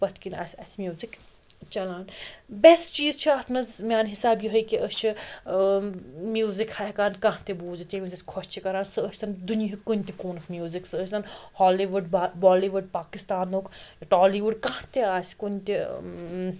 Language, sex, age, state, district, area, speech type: Kashmiri, female, 30-45, Jammu and Kashmir, Srinagar, urban, spontaneous